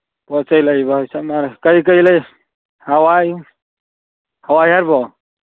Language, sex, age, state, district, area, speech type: Manipuri, male, 30-45, Manipur, Churachandpur, rural, conversation